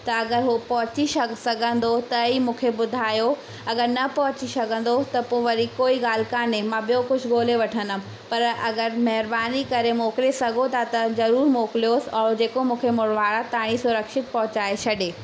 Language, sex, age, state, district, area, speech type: Sindhi, female, 18-30, Madhya Pradesh, Katni, rural, spontaneous